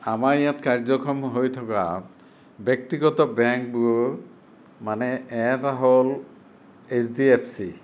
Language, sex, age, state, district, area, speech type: Assamese, male, 60+, Assam, Kamrup Metropolitan, urban, spontaneous